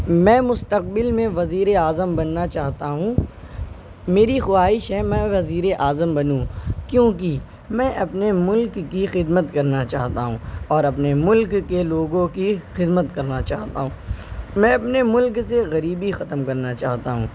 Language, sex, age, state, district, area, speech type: Urdu, male, 18-30, Uttar Pradesh, Shahjahanpur, rural, spontaneous